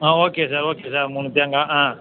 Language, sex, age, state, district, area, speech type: Tamil, male, 60+, Tamil Nadu, Cuddalore, urban, conversation